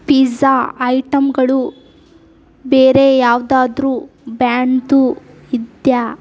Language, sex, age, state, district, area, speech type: Kannada, female, 18-30, Karnataka, Davanagere, rural, read